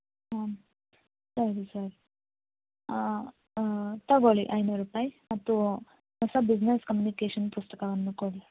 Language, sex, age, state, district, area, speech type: Kannada, female, 18-30, Karnataka, Shimoga, rural, conversation